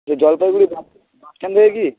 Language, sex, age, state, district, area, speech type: Bengali, male, 18-30, West Bengal, Jalpaiguri, rural, conversation